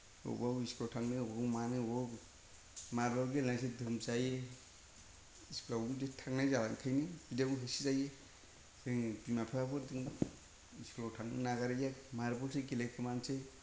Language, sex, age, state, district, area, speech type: Bodo, male, 60+, Assam, Kokrajhar, rural, spontaneous